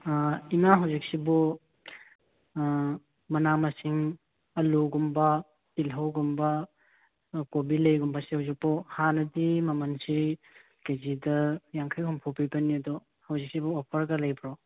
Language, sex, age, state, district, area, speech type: Manipuri, male, 30-45, Manipur, Thoubal, rural, conversation